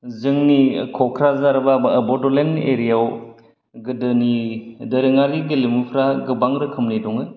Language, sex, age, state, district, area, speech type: Bodo, male, 45-60, Assam, Kokrajhar, rural, spontaneous